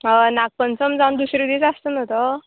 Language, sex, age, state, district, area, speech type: Goan Konkani, female, 18-30, Goa, Murmgao, rural, conversation